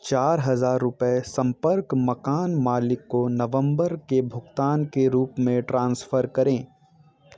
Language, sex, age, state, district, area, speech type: Hindi, male, 30-45, Uttar Pradesh, Bhadohi, urban, read